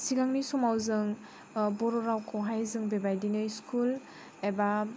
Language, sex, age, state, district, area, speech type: Bodo, female, 18-30, Assam, Chirang, rural, spontaneous